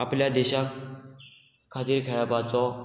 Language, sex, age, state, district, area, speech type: Goan Konkani, male, 18-30, Goa, Murmgao, rural, spontaneous